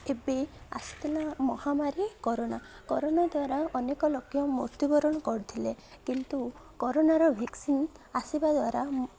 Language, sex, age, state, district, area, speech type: Odia, male, 18-30, Odisha, Koraput, urban, spontaneous